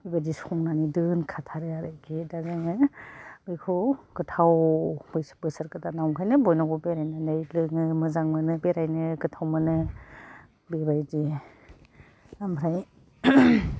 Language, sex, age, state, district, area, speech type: Bodo, female, 60+, Assam, Kokrajhar, urban, spontaneous